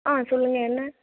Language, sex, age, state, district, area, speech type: Tamil, female, 18-30, Tamil Nadu, Cuddalore, rural, conversation